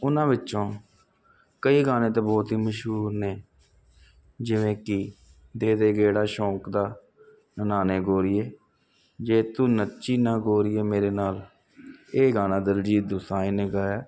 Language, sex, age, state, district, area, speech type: Punjabi, male, 30-45, Punjab, Jalandhar, urban, spontaneous